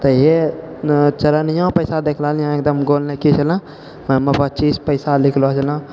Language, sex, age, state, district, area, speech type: Maithili, male, 45-60, Bihar, Purnia, rural, spontaneous